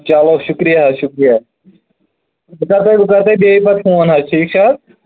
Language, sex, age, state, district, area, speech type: Kashmiri, male, 30-45, Jammu and Kashmir, Shopian, rural, conversation